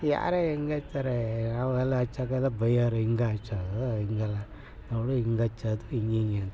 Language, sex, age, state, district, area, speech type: Kannada, male, 60+, Karnataka, Mysore, rural, spontaneous